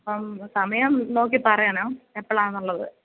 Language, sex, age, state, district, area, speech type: Malayalam, female, 30-45, Kerala, Pathanamthitta, rural, conversation